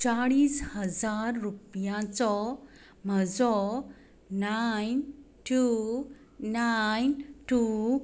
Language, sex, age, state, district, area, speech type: Goan Konkani, female, 30-45, Goa, Quepem, rural, read